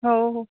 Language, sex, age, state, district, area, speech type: Marathi, female, 18-30, Maharashtra, Nashik, urban, conversation